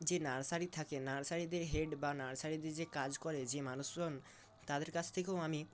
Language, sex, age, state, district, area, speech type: Bengali, male, 18-30, West Bengal, Purba Medinipur, rural, spontaneous